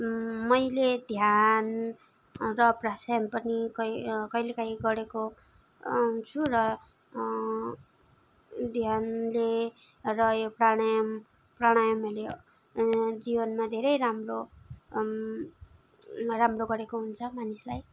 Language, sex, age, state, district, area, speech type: Nepali, female, 18-30, West Bengal, Darjeeling, rural, spontaneous